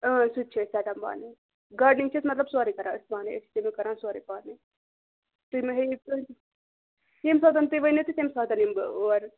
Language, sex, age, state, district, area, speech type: Kashmiri, female, 30-45, Jammu and Kashmir, Ganderbal, rural, conversation